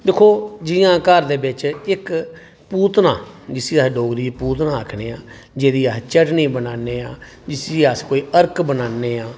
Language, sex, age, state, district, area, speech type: Dogri, male, 45-60, Jammu and Kashmir, Reasi, urban, spontaneous